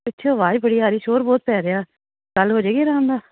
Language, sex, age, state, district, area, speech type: Punjabi, female, 45-60, Punjab, Amritsar, urban, conversation